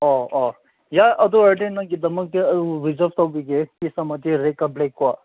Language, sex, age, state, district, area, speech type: Manipuri, male, 18-30, Manipur, Senapati, rural, conversation